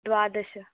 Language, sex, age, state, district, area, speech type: Sanskrit, female, 18-30, Maharashtra, Wardha, urban, conversation